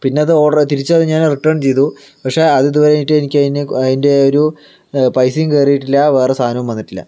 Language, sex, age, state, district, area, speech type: Malayalam, male, 18-30, Kerala, Palakkad, rural, spontaneous